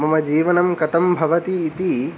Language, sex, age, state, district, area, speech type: Sanskrit, male, 18-30, Tamil Nadu, Kanchipuram, urban, spontaneous